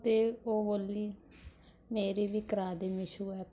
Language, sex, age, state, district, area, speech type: Punjabi, female, 18-30, Punjab, Mansa, rural, spontaneous